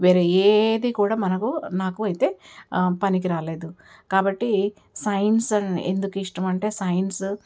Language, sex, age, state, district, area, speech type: Telugu, female, 60+, Telangana, Ranga Reddy, rural, spontaneous